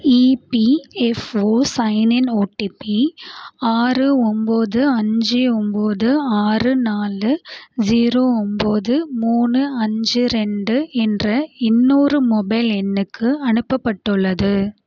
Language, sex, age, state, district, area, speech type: Tamil, female, 18-30, Tamil Nadu, Tiruvarur, rural, read